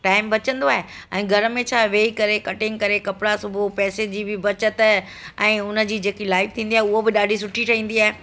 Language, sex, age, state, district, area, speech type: Sindhi, female, 60+, Delhi, South Delhi, urban, spontaneous